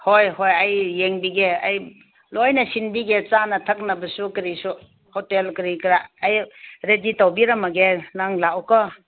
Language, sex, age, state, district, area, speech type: Manipuri, female, 60+, Manipur, Ukhrul, rural, conversation